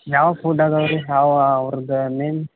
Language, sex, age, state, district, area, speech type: Kannada, male, 18-30, Karnataka, Gadag, urban, conversation